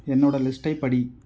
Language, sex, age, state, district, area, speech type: Tamil, male, 45-60, Tamil Nadu, Mayiladuthurai, rural, read